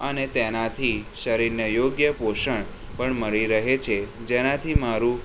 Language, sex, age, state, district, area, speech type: Gujarati, male, 18-30, Gujarat, Kheda, rural, spontaneous